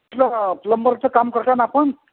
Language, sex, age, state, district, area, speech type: Marathi, male, 60+, Maharashtra, Akola, urban, conversation